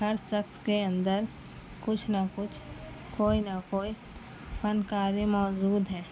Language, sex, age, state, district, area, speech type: Urdu, female, 30-45, Bihar, Gaya, rural, spontaneous